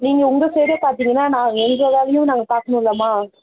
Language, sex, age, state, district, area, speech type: Tamil, female, 18-30, Tamil Nadu, Nilgiris, rural, conversation